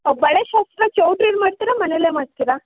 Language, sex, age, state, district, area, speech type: Kannada, female, 18-30, Karnataka, Mysore, rural, conversation